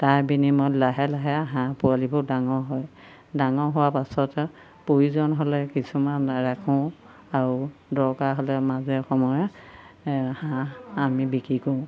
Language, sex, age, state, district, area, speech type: Assamese, female, 60+, Assam, Golaghat, urban, spontaneous